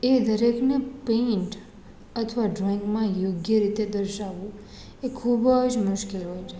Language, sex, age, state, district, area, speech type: Gujarati, female, 30-45, Gujarat, Rajkot, urban, spontaneous